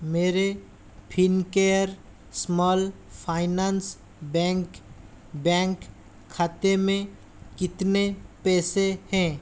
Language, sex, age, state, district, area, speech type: Hindi, male, 30-45, Rajasthan, Jaipur, urban, read